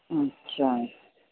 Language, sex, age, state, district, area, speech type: Sindhi, female, 45-60, Delhi, South Delhi, urban, conversation